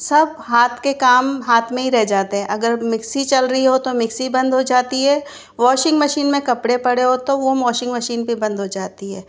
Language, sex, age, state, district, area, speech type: Hindi, female, 30-45, Rajasthan, Jaipur, urban, spontaneous